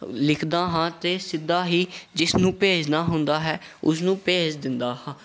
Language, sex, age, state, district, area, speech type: Punjabi, male, 18-30, Punjab, Gurdaspur, rural, spontaneous